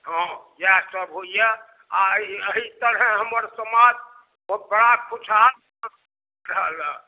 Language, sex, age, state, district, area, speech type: Maithili, male, 60+, Bihar, Darbhanga, rural, conversation